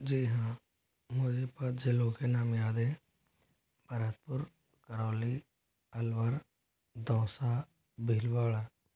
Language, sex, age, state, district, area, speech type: Hindi, male, 18-30, Rajasthan, Jodhpur, rural, spontaneous